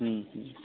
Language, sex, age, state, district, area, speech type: Odia, male, 18-30, Odisha, Nabarangpur, urban, conversation